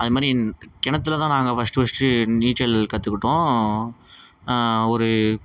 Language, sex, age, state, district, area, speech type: Tamil, male, 18-30, Tamil Nadu, Ariyalur, rural, spontaneous